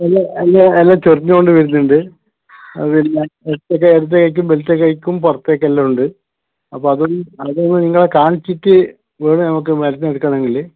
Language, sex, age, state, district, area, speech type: Malayalam, male, 60+, Kerala, Kasaragod, urban, conversation